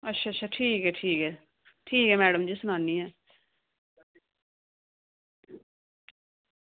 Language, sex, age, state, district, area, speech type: Dogri, female, 18-30, Jammu and Kashmir, Samba, rural, conversation